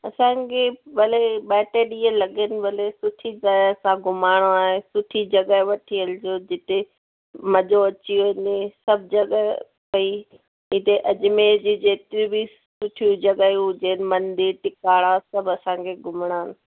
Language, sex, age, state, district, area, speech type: Sindhi, female, 30-45, Rajasthan, Ajmer, urban, conversation